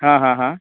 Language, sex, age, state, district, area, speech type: Marathi, male, 30-45, Maharashtra, Yavatmal, urban, conversation